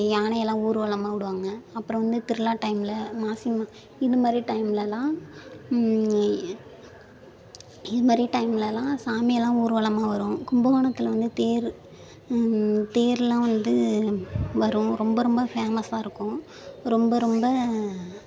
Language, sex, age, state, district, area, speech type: Tamil, female, 18-30, Tamil Nadu, Thanjavur, rural, spontaneous